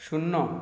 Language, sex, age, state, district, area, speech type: Bengali, male, 60+, West Bengal, South 24 Parganas, rural, read